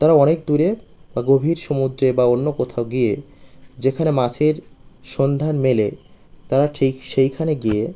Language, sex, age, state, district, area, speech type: Bengali, male, 30-45, West Bengal, Birbhum, urban, spontaneous